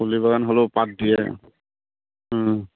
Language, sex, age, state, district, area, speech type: Assamese, male, 45-60, Assam, Charaideo, rural, conversation